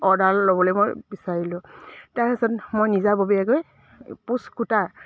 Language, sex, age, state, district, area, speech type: Assamese, female, 30-45, Assam, Dibrugarh, urban, spontaneous